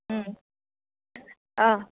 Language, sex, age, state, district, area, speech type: Bodo, female, 30-45, Assam, Udalguri, urban, conversation